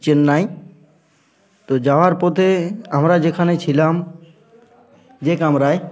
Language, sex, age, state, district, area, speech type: Bengali, male, 18-30, West Bengal, Uttar Dinajpur, urban, spontaneous